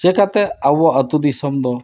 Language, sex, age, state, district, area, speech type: Santali, male, 60+, Odisha, Mayurbhanj, rural, spontaneous